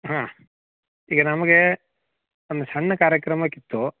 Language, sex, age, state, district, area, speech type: Kannada, male, 30-45, Karnataka, Uttara Kannada, rural, conversation